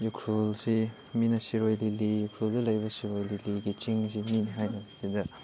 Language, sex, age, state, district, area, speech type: Manipuri, male, 18-30, Manipur, Chandel, rural, spontaneous